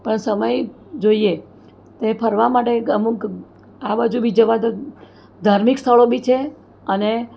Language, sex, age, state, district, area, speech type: Gujarati, female, 60+, Gujarat, Surat, urban, spontaneous